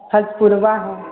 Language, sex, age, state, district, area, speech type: Hindi, female, 30-45, Bihar, Samastipur, rural, conversation